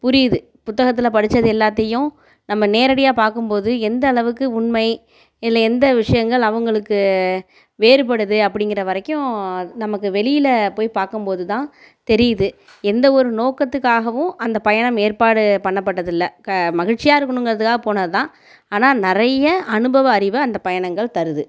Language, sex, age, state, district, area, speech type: Tamil, female, 30-45, Tamil Nadu, Tiruvarur, rural, spontaneous